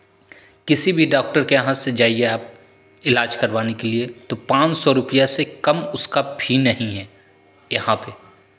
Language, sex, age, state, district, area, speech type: Hindi, male, 30-45, Bihar, Begusarai, rural, spontaneous